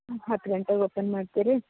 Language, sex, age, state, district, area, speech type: Kannada, female, 18-30, Karnataka, Bidar, rural, conversation